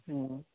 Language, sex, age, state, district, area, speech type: Assamese, male, 18-30, Assam, Charaideo, rural, conversation